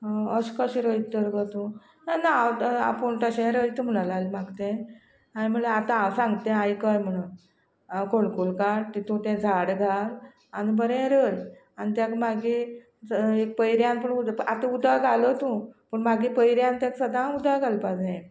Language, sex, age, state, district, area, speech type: Goan Konkani, female, 45-60, Goa, Quepem, rural, spontaneous